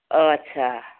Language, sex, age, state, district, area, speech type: Bodo, female, 60+, Assam, Udalguri, urban, conversation